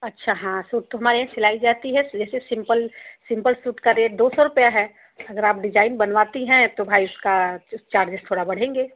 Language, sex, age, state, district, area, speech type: Hindi, female, 45-60, Uttar Pradesh, Azamgarh, rural, conversation